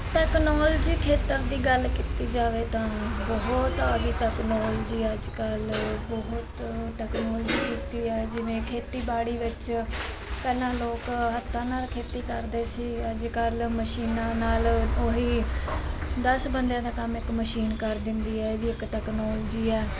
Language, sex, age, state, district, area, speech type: Punjabi, female, 30-45, Punjab, Mansa, urban, spontaneous